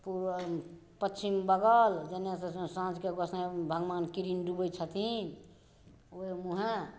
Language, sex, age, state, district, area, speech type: Maithili, female, 60+, Bihar, Saharsa, rural, spontaneous